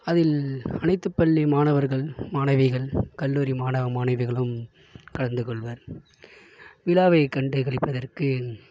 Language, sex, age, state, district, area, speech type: Tamil, male, 18-30, Tamil Nadu, Tiruvarur, urban, spontaneous